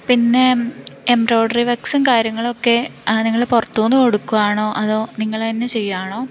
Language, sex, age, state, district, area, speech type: Malayalam, female, 18-30, Kerala, Idukki, rural, spontaneous